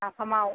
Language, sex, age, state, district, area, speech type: Bodo, female, 60+, Assam, Chirang, urban, conversation